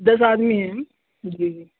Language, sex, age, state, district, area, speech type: Urdu, male, 18-30, Uttar Pradesh, Saharanpur, urban, conversation